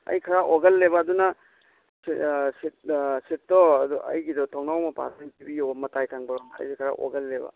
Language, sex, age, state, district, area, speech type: Manipuri, male, 45-60, Manipur, Tengnoupal, rural, conversation